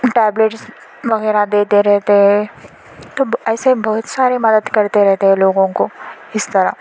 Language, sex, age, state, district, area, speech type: Urdu, female, 18-30, Telangana, Hyderabad, urban, spontaneous